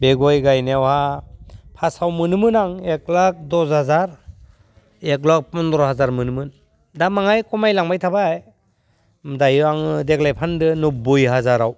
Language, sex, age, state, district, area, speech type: Bodo, male, 60+, Assam, Udalguri, rural, spontaneous